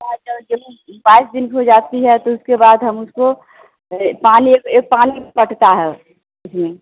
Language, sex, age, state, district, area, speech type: Hindi, female, 30-45, Bihar, Begusarai, rural, conversation